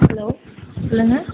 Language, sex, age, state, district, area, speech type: Tamil, female, 18-30, Tamil Nadu, Sivaganga, rural, conversation